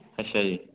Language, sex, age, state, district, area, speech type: Punjabi, male, 18-30, Punjab, Firozpur, rural, conversation